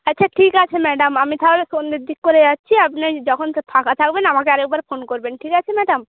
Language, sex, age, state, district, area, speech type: Bengali, female, 30-45, West Bengal, Purba Medinipur, rural, conversation